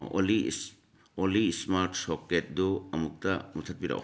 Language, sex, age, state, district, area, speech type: Manipuri, male, 60+, Manipur, Churachandpur, urban, read